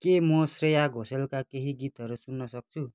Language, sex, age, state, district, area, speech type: Nepali, male, 30-45, West Bengal, Kalimpong, rural, read